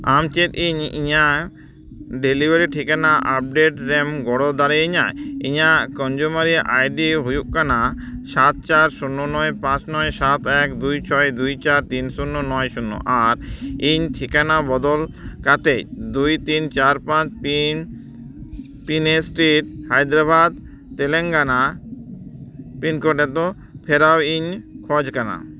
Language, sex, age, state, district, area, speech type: Santali, male, 30-45, West Bengal, Dakshin Dinajpur, rural, read